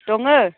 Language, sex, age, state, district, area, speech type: Bodo, female, 30-45, Assam, Baksa, rural, conversation